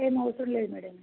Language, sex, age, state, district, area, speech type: Telugu, female, 30-45, Telangana, Mancherial, rural, conversation